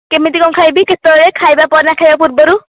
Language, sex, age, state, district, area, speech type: Odia, female, 18-30, Odisha, Nayagarh, rural, conversation